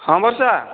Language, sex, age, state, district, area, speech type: Odia, male, 18-30, Odisha, Nayagarh, rural, conversation